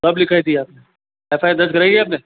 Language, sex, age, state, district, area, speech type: Hindi, male, 30-45, Rajasthan, Jodhpur, urban, conversation